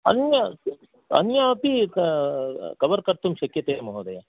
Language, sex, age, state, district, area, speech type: Sanskrit, male, 60+, Karnataka, Bangalore Urban, urban, conversation